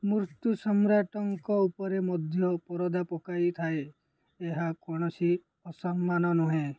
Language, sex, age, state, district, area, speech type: Odia, male, 18-30, Odisha, Ganjam, urban, read